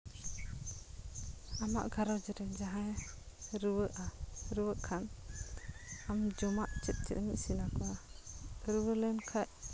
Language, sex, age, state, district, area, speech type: Santali, female, 30-45, Jharkhand, Seraikela Kharsawan, rural, spontaneous